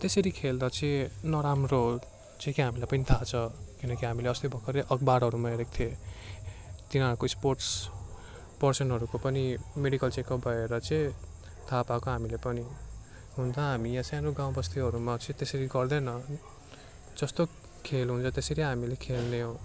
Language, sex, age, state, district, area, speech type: Nepali, male, 18-30, West Bengal, Darjeeling, rural, spontaneous